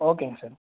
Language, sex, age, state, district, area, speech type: Tamil, male, 18-30, Tamil Nadu, Nilgiris, urban, conversation